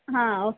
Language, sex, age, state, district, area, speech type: Kannada, female, 30-45, Karnataka, Vijayanagara, rural, conversation